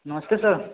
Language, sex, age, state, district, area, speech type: Hindi, male, 18-30, Uttar Pradesh, Varanasi, rural, conversation